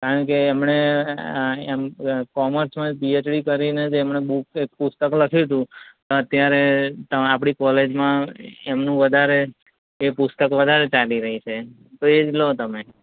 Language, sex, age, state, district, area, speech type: Gujarati, male, 30-45, Gujarat, Anand, rural, conversation